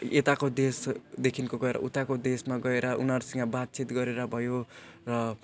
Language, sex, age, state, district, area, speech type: Nepali, male, 18-30, West Bengal, Jalpaiguri, rural, spontaneous